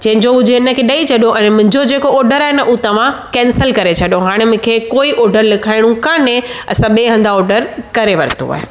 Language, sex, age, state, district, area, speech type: Sindhi, female, 30-45, Gujarat, Surat, urban, spontaneous